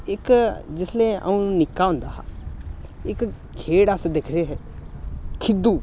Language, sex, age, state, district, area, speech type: Dogri, male, 18-30, Jammu and Kashmir, Samba, urban, spontaneous